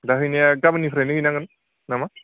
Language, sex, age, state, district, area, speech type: Bodo, male, 18-30, Assam, Baksa, rural, conversation